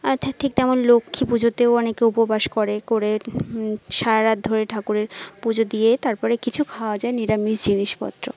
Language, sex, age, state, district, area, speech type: Bengali, female, 45-60, West Bengal, Jhargram, rural, spontaneous